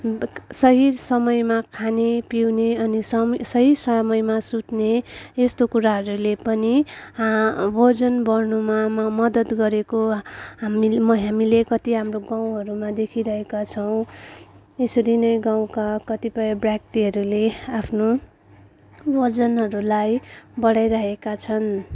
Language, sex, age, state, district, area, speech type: Nepali, female, 30-45, West Bengal, Darjeeling, rural, spontaneous